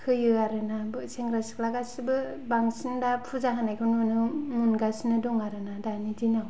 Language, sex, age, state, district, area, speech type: Bodo, female, 18-30, Assam, Kokrajhar, urban, spontaneous